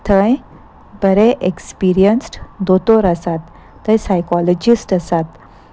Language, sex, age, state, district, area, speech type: Goan Konkani, female, 30-45, Goa, Salcete, urban, spontaneous